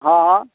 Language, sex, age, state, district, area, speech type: Maithili, male, 18-30, Bihar, Darbhanga, rural, conversation